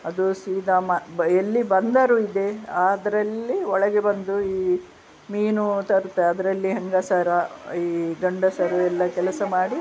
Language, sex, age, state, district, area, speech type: Kannada, female, 60+, Karnataka, Udupi, rural, spontaneous